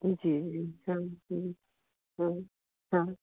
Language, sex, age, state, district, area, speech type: Hindi, female, 45-60, Madhya Pradesh, Betul, urban, conversation